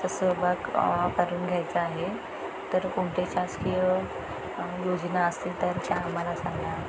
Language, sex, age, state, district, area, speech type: Marathi, female, 30-45, Maharashtra, Ratnagiri, rural, spontaneous